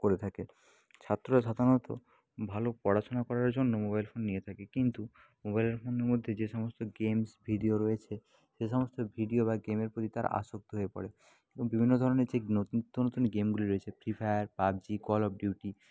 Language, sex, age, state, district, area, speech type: Bengali, male, 18-30, West Bengal, Jhargram, rural, spontaneous